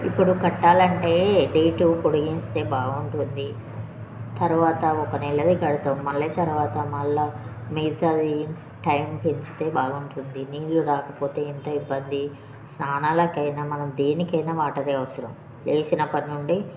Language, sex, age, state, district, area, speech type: Telugu, female, 30-45, Telangana, Jagtial, rural, spontaneous